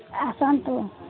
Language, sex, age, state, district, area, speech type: Odia, female, 45-60, Odisha, Sundergarh, rural, conversation